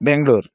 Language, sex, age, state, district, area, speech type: Sanskrit, male, 18-30, Karnataka, Chikkamagaluru, urban, spontaneous